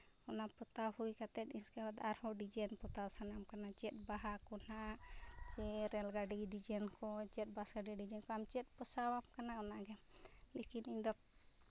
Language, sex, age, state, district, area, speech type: Santali, female, 30-45, Jharkhand, Seraikela Kharsawan, rural, spontaneous